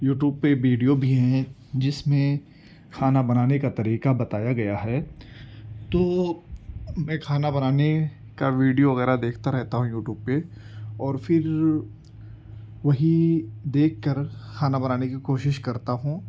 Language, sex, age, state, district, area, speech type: Urdu, male, 18-30, Delhi, East Delhi, urban, spontaneous